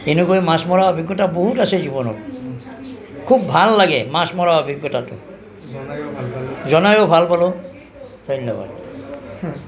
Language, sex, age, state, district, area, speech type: Assamese, male, 45-60, Assam, Nalbari, rural, spontaneous